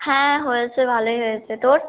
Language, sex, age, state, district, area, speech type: Bengali, female, 18-30, West Bengal, North 24 Parganas, rural, conversation